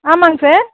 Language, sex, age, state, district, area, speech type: Tamil, female, 30-45, Tamil Nadu, Dharmapuri, rural, conversation